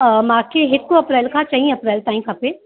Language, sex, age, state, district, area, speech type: Sindhi, female, 30-45, Uttar Pradesh, Lucknow, urban, conversation